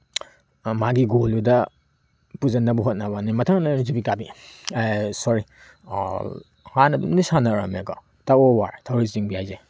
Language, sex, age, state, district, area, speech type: Manipuri, male, 30-45, Manipur, Tengnoupal, urban, spontaneous